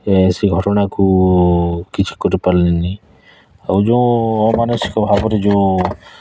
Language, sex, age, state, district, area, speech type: Odia, male, 30-45, Odisha, Kalahandi, rural, spontaneous